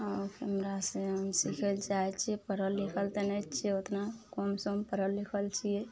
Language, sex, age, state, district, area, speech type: Maithili, female, 45-60, Bihar, Araria, rural, spontaneous